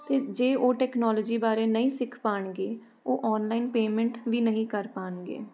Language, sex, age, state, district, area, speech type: Punjabi, female, 18-30, Punjab, Jalandhar, urban, spontaneous